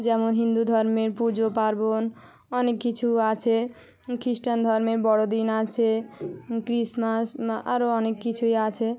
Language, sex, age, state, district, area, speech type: Bengali, female, 18-30, West Bengal, South 24 Parganas, rural, spontaneous